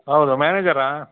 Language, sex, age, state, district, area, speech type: Kannada, male, 60+, Karnataka, Dakshina Kannada, rural, conversation